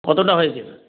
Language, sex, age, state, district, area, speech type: Bengali, male, 30-45, West Bengal, Darjeeling, rural, conversation